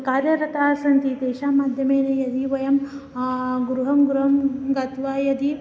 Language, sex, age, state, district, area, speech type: Sanskrit, female, 30-45, Maharashtra, Nagpur, urban, spontaneous